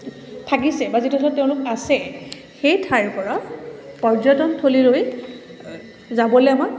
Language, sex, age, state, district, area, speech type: Assamese, female, 30-45, Assam, Kamrup Metropolitan, urban, spontaneous